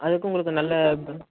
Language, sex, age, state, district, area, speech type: Tamil, male, 18-30, Tamil Nadu, Tenkasi, urban, conversation